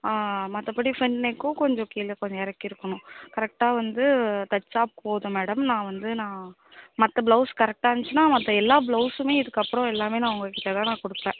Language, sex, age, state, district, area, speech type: Tamil, female, 18-30, Tamil Nadu, Mayiladuthurai, rural, conversation